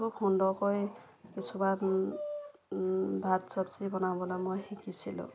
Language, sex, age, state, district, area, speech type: Assamese, female, 45-60, Assam, Dhemaji, rural, spontaneous